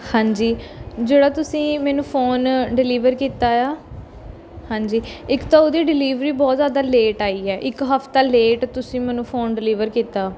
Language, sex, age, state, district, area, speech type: Punjabi, female, 18-30, Punjab, Mohali, urban, spontaneous